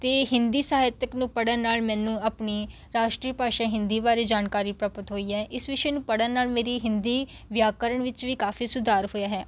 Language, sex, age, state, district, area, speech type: Punjabi, female, 18-30, Punjab, Rupnagar, rural, spontaneous